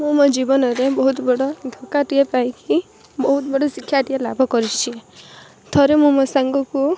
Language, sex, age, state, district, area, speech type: Odia, female, 18-30, Odisha, Rayagada, rural, spontaneous